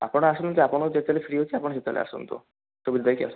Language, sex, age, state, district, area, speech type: Odia, male, 18-30, Odisha, Puri, urban, conversation